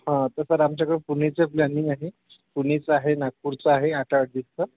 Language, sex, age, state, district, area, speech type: Marathi, male, 30-45, Maharashtra, Yavatmal, rural, conversation